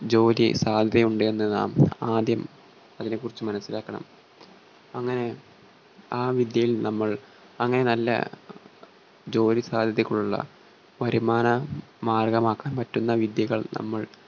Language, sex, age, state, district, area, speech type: Malayalam, male, 18-30, Kerala, Malappuram, rural, spontaneous